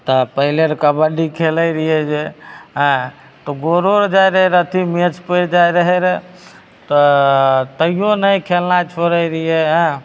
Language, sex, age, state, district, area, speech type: Maithili, male, 30-45, Bihar, Begusarai, urban, spontaneous